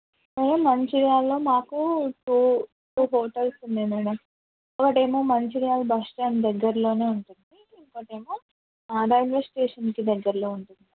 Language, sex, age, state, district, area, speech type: Telugu, female, 45-60, Telangana, Mancherial, rural, conversation